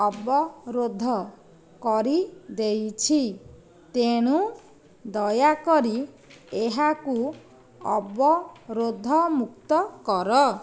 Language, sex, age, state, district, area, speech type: Odia, female, 45-60, Odisha, Nayagarh, rural, read